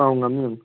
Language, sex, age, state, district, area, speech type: Manipuri, male, 18-30, Manipur, Kangpokpi, urban, conversation